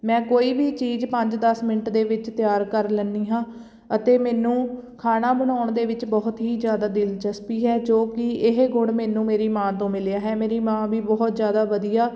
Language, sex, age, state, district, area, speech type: Punjabi, female, 18-30, Punjab, Fatehgarh Sahib, rural, spontaneous